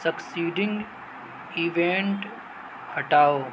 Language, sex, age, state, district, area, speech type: Urdu, male, 18-30, Delhi, South Delhi, urban, read